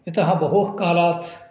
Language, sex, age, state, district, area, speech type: Sanskrit, male, 45-60, Karnataka, Uttara Kannada, urban, spontaneous